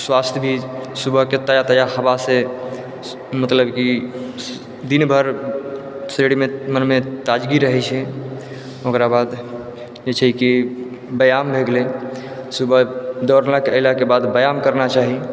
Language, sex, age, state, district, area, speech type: Maithili, male, 18-30, Bihar, Purnia, rural, spontaneous